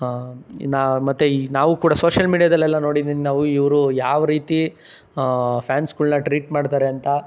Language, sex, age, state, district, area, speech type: Kannada, male, 30-45, Karnataka, Tumkur, rural, spontaneous